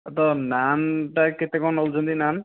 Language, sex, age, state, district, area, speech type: Odia, male, 18-30, Odisha, Nayagarh, rural, conversation